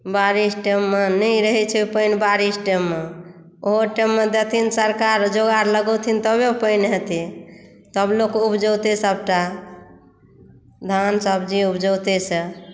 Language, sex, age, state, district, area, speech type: Maithili, female, 60+, Bihar, Madhubani, rural, spontaneous